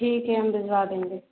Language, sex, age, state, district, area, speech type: Hindi, female, 30-45, Madhya Pradesh, Gwalior, rural, conversation